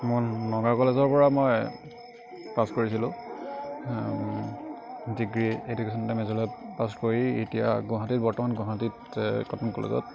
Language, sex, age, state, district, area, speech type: Assamese, male, 18-30, Assam, Kamrup Metropolitan, urban, spontaneous